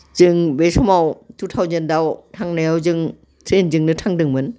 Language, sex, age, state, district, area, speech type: Bodo, female, 60+, Assam, Udalguri, urban, spontaneous